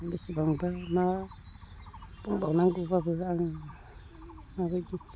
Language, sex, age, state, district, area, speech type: Bodo, female, 45-60, Assam, Udalguri, rural, spontaneous